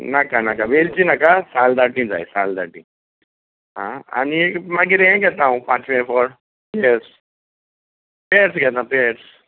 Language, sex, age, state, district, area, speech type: Goan Konkani, male, 45-60, Goa, Bardez, urban, conversation